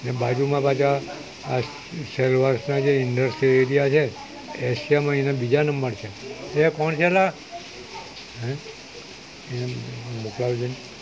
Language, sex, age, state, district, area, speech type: Gujarati, male, 60+, Gujarat, Valsad, rural, spontaneous